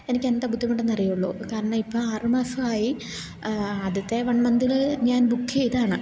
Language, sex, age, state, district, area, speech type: Malayalam, female, 18-30, Kerala, Idukki, rural, spontaneous